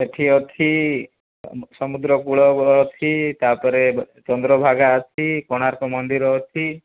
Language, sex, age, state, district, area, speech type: Odia, male, 18-30, Odisha, Kandhamal, rural, conversation